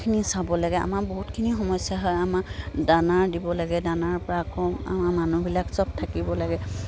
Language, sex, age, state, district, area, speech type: Assamese, female, 45-60, Assam, Dibrugarh, rural, spontaneous